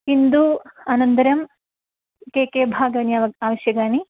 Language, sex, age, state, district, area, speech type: Sanskrit, female, 18-30, Kerala, Thrissur, rural, conversation